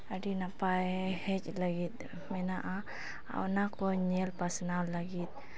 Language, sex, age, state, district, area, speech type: Santali, female, 18-30, Jharkhand, East Singhbhum, rural, spontaneous